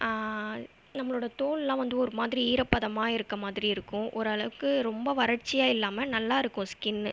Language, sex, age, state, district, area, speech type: Tamil, female, 18-30, Tamil Nadu, Viluppuram, rural, spontaneous